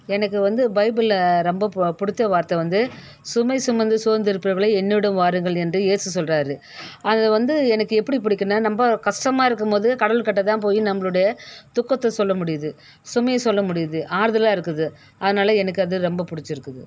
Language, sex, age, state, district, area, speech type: Tamil, female, 60+, Tamil Nadu, Viluppuram, rural, spontaneous